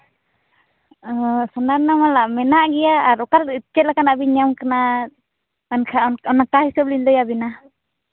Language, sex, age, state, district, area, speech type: Santali, female, 18-30, Jharkhand, Seraikela Kharsawan, rural, conversation